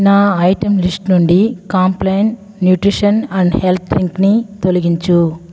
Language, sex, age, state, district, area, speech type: Telugu, female, 60+, Andhra Pradesh, Sri Balaji, urban, read